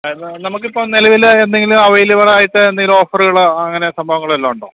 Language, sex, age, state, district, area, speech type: Malayalam, male, 30-45, Kerala, Idukki, rural, conversation